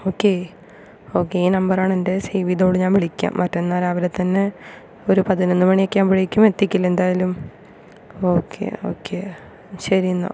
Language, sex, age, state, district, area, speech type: Malayalam, female, 18-30, Kerala, Palakkad, rural, spontaneous